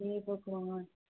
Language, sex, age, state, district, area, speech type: Dogri, female, 30-45, Jammu and Kashmir, Udhampur, urban, conversation